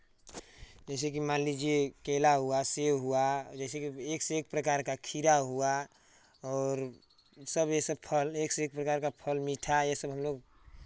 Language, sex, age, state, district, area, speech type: Hindi, male, 18-30, Uttar Pradesh, Chandauli, rural, spontaneous